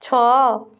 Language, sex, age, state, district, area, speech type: Odia, female, 45-60, Odisha, Malkangiri, urban, read